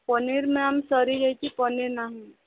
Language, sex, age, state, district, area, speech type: Odia, female, 45-60, Odisha, Subarnapur, urban, conversation